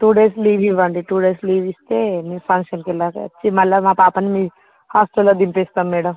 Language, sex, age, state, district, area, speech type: Telugu, female, 45-60, Andhra Pradesh, Visakhapatnam, urban, conversation